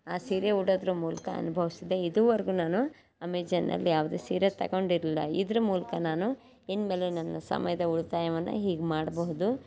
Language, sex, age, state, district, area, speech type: Kannada, female, 60+, Karnataka, Chitradurga, rural, spontaneous